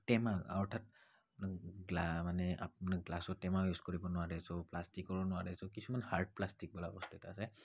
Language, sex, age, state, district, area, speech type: Assamese, male, 18-30, Assam, Barpeta, rural, spontaneous